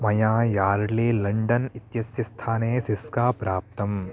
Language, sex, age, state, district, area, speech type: Sanskrit, male, 18-30, Karnataka, Uttara Kannada, rural, read